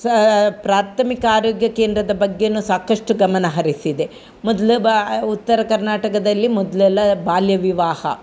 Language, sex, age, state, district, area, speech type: Kannada, female, 60+, Karnataka, Udupi, rural, spontaneous